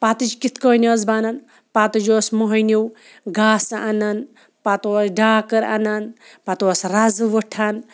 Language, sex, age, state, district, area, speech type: Kashmiri, female, 45-60, Jammu and Kashmir, Shopian, rural, spontaneous